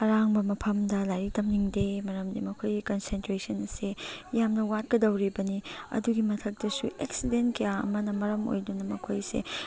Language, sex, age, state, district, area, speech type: Manipuri, female, 45-60, Manipur, Chandel, rural, spontaneous